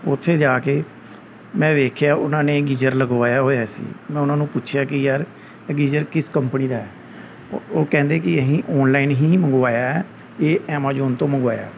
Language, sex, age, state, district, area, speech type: Punjabi, male, 30-45, Punjab, Gurdaspur, rural, spontaneous